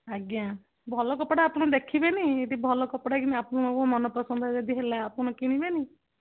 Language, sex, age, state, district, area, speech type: Odia, female, 60+, Odisha, Jharsuguda, rural, conversation